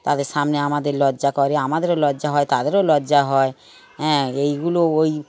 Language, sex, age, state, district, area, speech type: Bengali, female, 60+, West Bengal, Darjeeling, rural, spontaneous